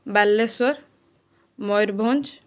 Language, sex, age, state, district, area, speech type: Odia, female, 18-30, Odisha, Balasore, rural, spontaneous